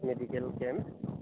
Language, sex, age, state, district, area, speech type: Assamese, male, 45-60, Assam, Majuli, rural, conversation